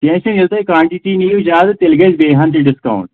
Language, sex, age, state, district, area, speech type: Kashmiri, male, 18-30, Jammu and Kashmir, Kulgam, rural, conversation